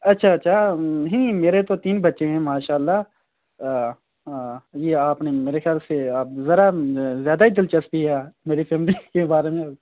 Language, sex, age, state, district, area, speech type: Urdu, male, 18-30, Jammu and Kashmir, Srinagar, urban, conversation